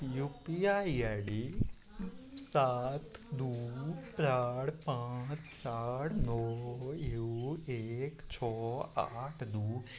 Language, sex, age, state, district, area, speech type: Maithili, male, 18-30, Bihar, Araria, rural, read